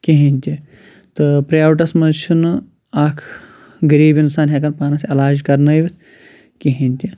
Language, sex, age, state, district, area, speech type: Kashmiri, male, 30-45, Jammu and Kashmir, Shopian, rural, spontaneous